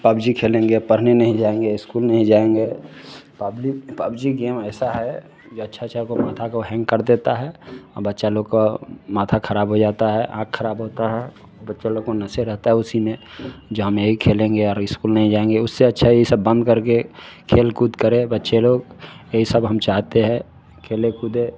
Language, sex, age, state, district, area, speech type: Hindi, male, 30-45, Bihar, Vaishali, urban, spontaneous